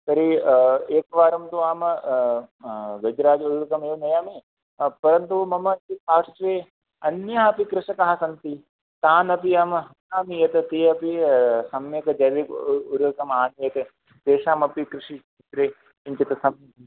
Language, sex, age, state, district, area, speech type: Sanskrit, male, 18-30, Rajasthan, Jodhpur, rural, conversation